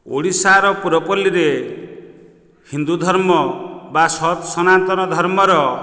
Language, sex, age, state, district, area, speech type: Odia, male, 45-60, Odisha, Nayagarh, rural, spontaneous